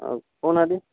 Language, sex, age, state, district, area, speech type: Odia, male, 45-60, Odisha, Jajpur, rural, conversation